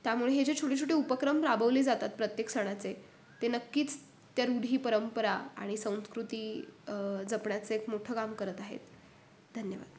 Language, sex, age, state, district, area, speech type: Marathi, female, 18-30, Maharashtra, Pune, urban, spontaneous